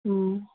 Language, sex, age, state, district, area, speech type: Manipuri, female, 18-30, Manipur, Kangpokpi, urban, conversation